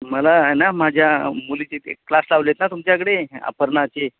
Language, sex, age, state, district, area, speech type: Marathi, male, 30-45, Maharashtra, Ratnagiri, rural, conversation